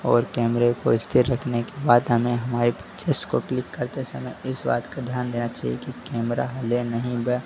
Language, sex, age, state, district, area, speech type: Hindi, male, 30-45, Madhya Pradesh, Harda, urban, spontaneous